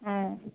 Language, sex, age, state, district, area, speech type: Assamese, female, 18-30, Assam, Lakhimpur, urban, conversation